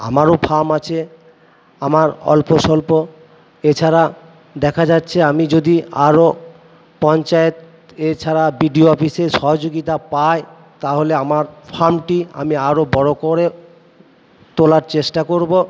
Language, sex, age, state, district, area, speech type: Bengali, male, 60+, West Bengal, Purba Bardhaman, urban, spontaneous